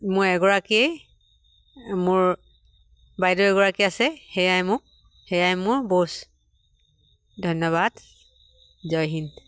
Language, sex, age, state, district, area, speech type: Assamese, female, 45-60, Assam, Dibrugarh, rural, spontaneous